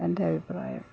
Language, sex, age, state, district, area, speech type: Malayalam, female, 60+, Kerala, Pathanamthitta, rural, spontaneous